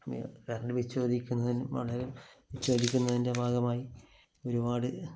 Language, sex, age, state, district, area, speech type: Malayalam, male, 45-60, Kerala, Kasaragod, rural, spontaneous